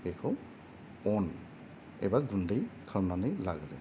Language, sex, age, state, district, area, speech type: Bodo, male, 30-45, Assam, Kokrajhar, rural, spontaneous